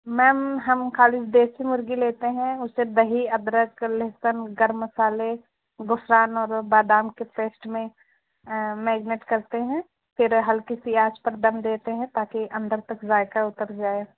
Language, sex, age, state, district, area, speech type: Urdu, female, 18-30, Uttar Pradesh, Balrampur, rural, conversation